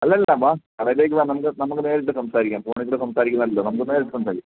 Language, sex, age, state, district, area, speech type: Malayalam, male, 30-45, Kerala, Kottayam, rural, conversation